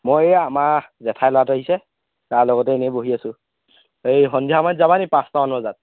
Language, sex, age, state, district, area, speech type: Assamese, male, 18-30, Assam, Jorhat, urban, conversation